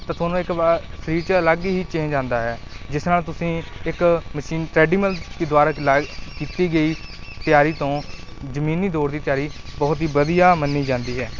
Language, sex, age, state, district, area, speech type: Punjabi, male, 30-45, Punjab, Kapurthala, urban, spontaneous